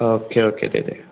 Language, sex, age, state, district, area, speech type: Bodo, male, 18-30, Assam, Chirang, urban, conversation